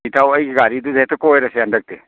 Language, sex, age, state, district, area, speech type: Manipuri, male, 30-45, Manipur, Kakching, rural, conversation